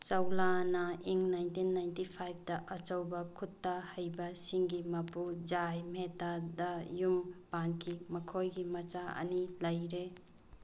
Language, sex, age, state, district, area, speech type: Manipuri, female, 18-30, Manipur, Bishnupur, rural, read